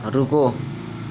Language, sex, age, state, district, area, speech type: Hindi, male, 18-30, Uttar Pradesh, Mirzapur, rural, read